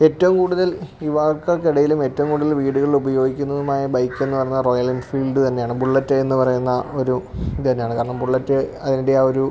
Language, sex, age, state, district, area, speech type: Malayalam, male, 18-30, Kerala, Alappuzha, rural, spontaneous